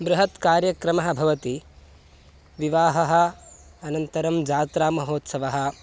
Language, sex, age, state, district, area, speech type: Sanskrit, male, 18-30, Karnataka, Mysore, rural, spontaneous